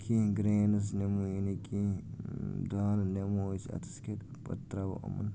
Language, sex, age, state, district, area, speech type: Kashmiri, male, 30-45, Jammu and Kashmir, Kupwara, rural, spontaneous